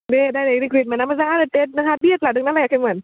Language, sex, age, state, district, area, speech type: Bodo, female, 30-45, Assam, Udalguri, urban, conversation